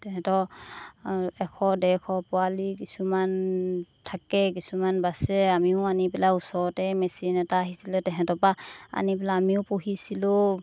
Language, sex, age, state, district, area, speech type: Assamese, female, 30-45, Assam, Golaghat, urban, spontaneous